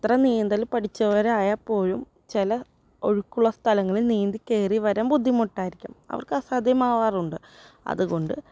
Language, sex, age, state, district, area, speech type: Malayalam, female, 18-30, Kerala, Ernakulam, rural, spontaneous